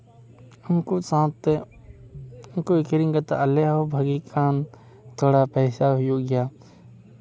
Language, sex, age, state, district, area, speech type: Santali, male, 18-30, West Bengal, Purba Bardhaman, rural, spontaneous